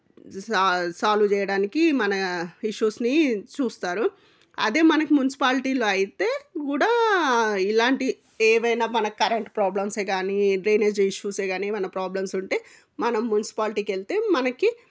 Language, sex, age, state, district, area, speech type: Telugu, female, 45-60, Telangana, Jangaon, rural, spontaneous